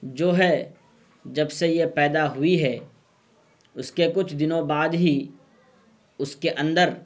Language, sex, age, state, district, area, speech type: Urdu, male, 30-45, Bihar, Purnia, rural, spontaneous